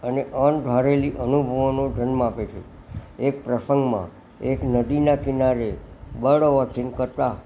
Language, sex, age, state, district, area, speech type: Gujarati, male, 60+, Gujarat, Kheda, rural, spontaneous